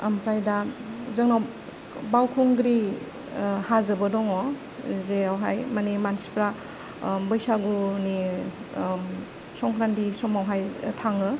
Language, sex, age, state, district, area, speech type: Bodo, female, 30-45, Assam, Kokrajhar, rural, spontaneous